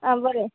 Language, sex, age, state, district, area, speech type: Goan Konkani, female, 18-30, Goa, Murmgao, urban, conversation